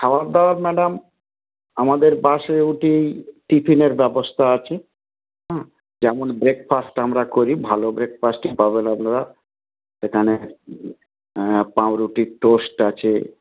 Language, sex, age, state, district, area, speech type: Bengali, male, 45-60, West Bengal, Dakshin Dinajpur, rural, conversation